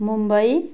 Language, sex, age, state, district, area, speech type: Nepali, female, 30-45, West Bengal, Darjeeling, rural, spontaneous